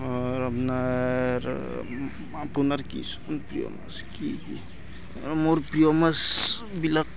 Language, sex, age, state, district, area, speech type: Assamese, male, 30-45, Assam, Barpeta, rural, spontaneous